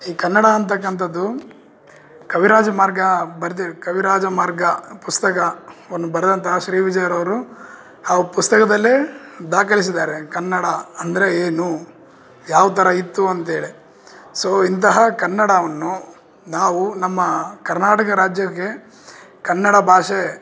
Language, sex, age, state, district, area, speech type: Kannada, male, 18-30, Karnataka, Bellary, rural, spontaneous